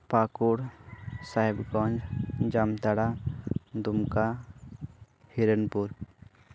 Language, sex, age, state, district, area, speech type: Santali, male, 18-30, Jharkhand, Pakur, rural, spontaneous